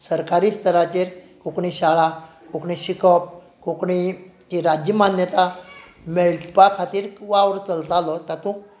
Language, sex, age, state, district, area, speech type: Goan Konkani, male, 45-60, Goa, Canacona, rural, spontaneous